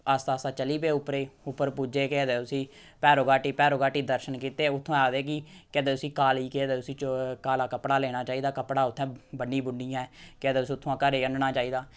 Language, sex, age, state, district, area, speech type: Dogri, male, 30-45, Jammu and Kashmir, Samba, rural, spontaneous